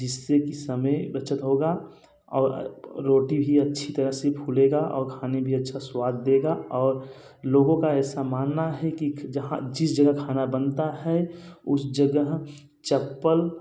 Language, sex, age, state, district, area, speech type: Hindi, male, 18-30, Uttar Pradesh, Bhadohi, rural, spontaneous